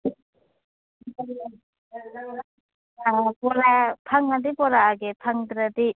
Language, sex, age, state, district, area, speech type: Manipuri, female, 30-45, Manipur, Kangpokpi, urban, conversation